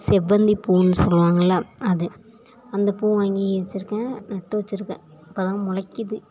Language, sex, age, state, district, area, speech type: Tamil, female, 18-30, Tamil Nadu, Thanjavur, rural, spontaneous